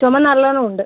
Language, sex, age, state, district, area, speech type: Malayalam, female, 18-30, Kerala, Wayanad, rural, conversation